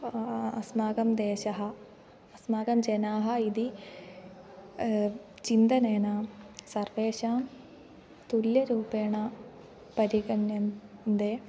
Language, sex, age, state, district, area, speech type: Sanskrit, female, 18-30, Kerala, Kannur, rural, spontaneous